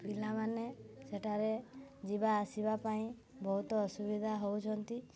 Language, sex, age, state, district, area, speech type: Odia, female, 18-30, Odisha, Mayurbhanj, rural, spontaneous